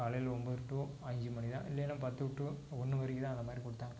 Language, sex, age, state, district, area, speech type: Tamil, male, 45-60, Tamil Nadu, Tiruppur, urban, spontaneous